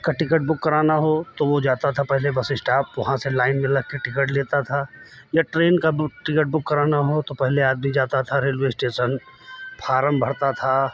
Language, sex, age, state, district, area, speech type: Hindi, male, 45-60, Uttar Pradesh, Lucknow, rural, spontaneous